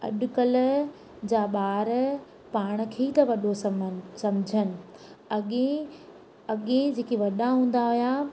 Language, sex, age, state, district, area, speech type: Sindhi, female, 18-30, Madhya Pradesh, Katni, urban, spontaneous